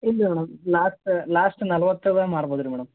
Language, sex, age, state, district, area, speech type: Kannada, male, 30-45, Karnataka, Gulbarga, urban, conversation